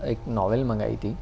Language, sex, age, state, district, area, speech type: Urdu, male, 18-30, Uttar Pradesh, Shahjahanpur, urban, spontaneous